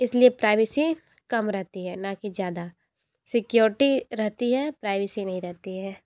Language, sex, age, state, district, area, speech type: Hindi, female, 18-30, Uttar Pradesh, Sonbhadra, rural, spontaneous